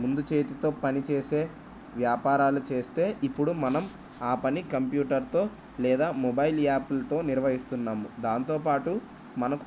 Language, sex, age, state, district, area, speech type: Telugu, male, 18-30, Telangana, Jayashankar, urban, spontaneous